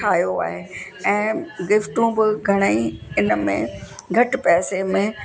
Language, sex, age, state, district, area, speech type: Sindhi, female, 60+, Uttar Pradesh, Lucknow, rural, spontaneous